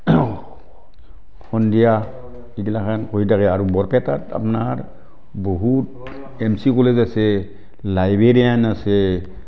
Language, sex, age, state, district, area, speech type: Assamese, male, 60+, Assam, Barpeta, rural, spontaneous